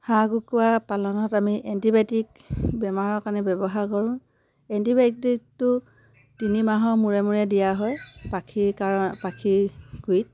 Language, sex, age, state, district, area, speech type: Assamese, female, 30-45, Assam, Sivasagar, rural, spontaneous